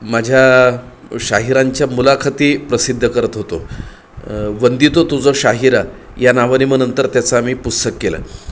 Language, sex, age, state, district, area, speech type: Marathi, male, 45-60, Maharashtra, Pune, urban, spontaneous